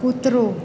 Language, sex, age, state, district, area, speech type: Gujarati, female, 45-60, Gujarat, Surat, urban, read